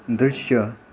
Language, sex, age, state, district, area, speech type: Nepali, male, 18-30, West Bengal, Kalimpong, rural, read